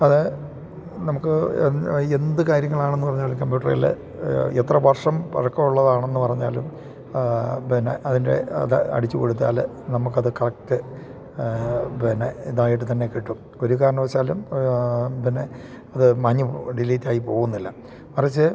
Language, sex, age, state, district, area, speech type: Malayalam, male, 45-60, Kerala, Idukki, rural, spontaneous